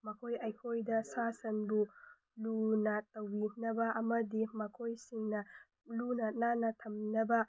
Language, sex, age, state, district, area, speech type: Manipuri, female, 18-30, Manipur, Tengnoupal, urban, spontaneous